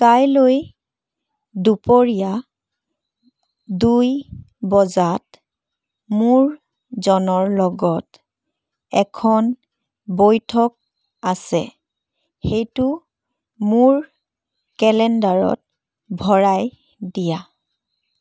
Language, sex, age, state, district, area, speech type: Assamese, female, 18-30, Assam, Charaideo, urban, read